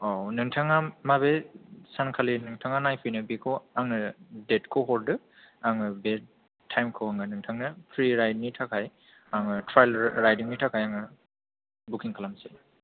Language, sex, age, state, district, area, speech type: Bodo, male, 18-30, Assam, Kokrajhar, rural, conversation